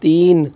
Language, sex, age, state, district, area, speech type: Hindi, male, 18-30, Madhya Pradesh, Bhopal, urban, read